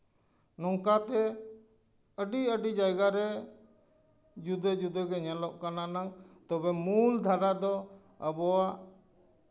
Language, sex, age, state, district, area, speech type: Santali, male, 60+, West Bengal, Paschim Bardhaman, urban, spontaneous